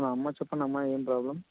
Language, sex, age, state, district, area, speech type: Telugu, male, 18-30, Andhra Pradesh, Krishna, urban, conversation